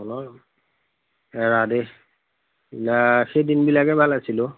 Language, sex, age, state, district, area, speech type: Assamese, male, 30-45, Assam, Majuli, urban, conversation